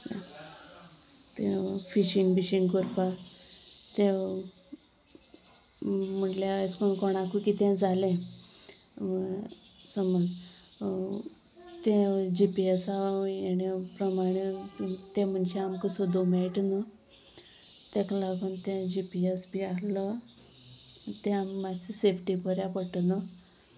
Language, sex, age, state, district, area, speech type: Goan Konkani, female, 30-45, Goa, Sanguem, rural, spontaneous